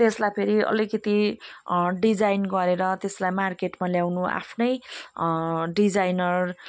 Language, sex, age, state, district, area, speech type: Nepali, female, 45-60, West Bengal, Jalpaiguri, urban, spontaneous